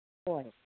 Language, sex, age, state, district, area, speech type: Manipuri, female, 60+, Manipur, Imphal East, rural, conversation